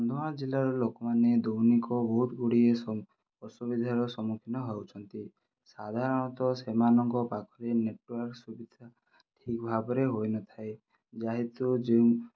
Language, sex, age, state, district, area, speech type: Odia, male, 30-45, Odisha, Kandhamal, rural, spontaneous